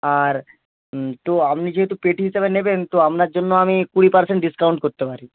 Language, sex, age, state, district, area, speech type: Bengali, male, 18-30, West Bengal, Bankura, rural, conversation